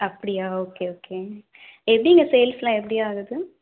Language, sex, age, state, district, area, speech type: Tamil, female, 30-45, Tamil Nadu, Madurai, urban, conversation